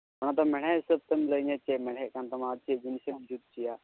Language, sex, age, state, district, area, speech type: Santali, male, 18-30, West Bengal, Malda, rural, conversation